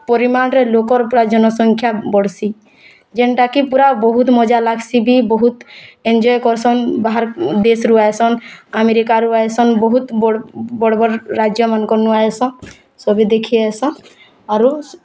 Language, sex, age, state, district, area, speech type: Odia, female, 18-30, Odisha, Bargarh, rural, spontaneous